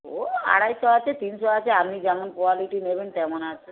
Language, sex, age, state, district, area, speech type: Bengali, female, 60+, West Bengal, Darjeeling, rural, conversation